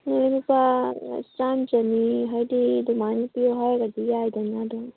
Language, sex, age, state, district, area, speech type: Manipuri, female, 30-45, Manipur, Kangpokpi, urban, conversation